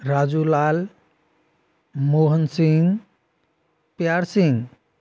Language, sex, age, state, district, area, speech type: Hindi, male, 18-30, Madhya Pradesh, Ujjain, urban, spontaneous